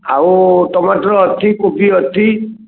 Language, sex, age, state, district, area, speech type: Odia, male, 45-60, Odisha, Kendrapara, urban, conversation